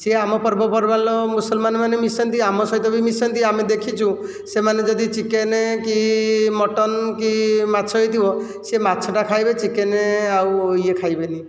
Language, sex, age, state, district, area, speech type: Odia, male, 45-60, Odisha, Jajpur, rural, spontaneous